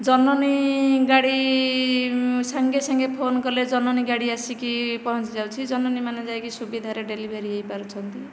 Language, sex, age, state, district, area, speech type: Odia, female, 45-60, Odisha, Nayagarh, rural, spontaneous